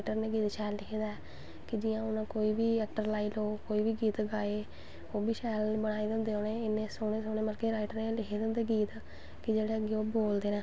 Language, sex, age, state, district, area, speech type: Dogri, female, 18-30, Jammu and Kashmir, Samba, rural, spontaneous